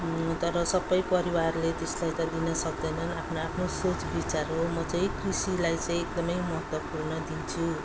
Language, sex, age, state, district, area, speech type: Nepali, female, 45-60, West Bengal, Darjeeling, rural, spontaneous